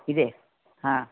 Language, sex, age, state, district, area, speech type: Kannada, male, 45-60, Karnataka, Davanagere, rural, conversation